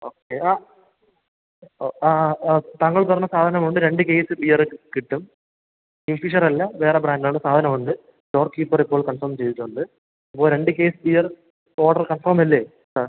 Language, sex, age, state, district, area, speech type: Malayalam, male, 18-30, Kerala, Thiruvananthapuram, rural, conversation